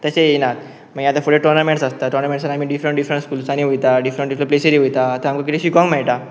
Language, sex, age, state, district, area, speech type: Goan Konkani, male, 18-30, Goa, Pernem, rural, spontaneous